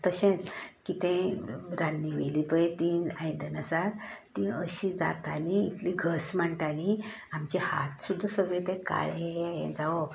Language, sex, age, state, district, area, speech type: Goan Konkani, female, 60+, Goa, Canacona, rural, spontaneous